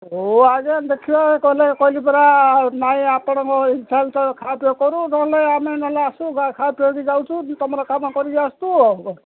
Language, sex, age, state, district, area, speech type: Odia, male, 60+, Odisha, Gajapati, rural, conversation